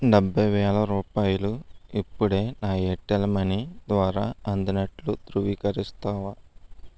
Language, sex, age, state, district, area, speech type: Telugu, male, 60+, Andhra Pradesh, East Godavari, rural, read